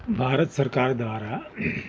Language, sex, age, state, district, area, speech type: Gujarati, male, 45-60, Gujarat, Ahmedabad, urban, spontaneous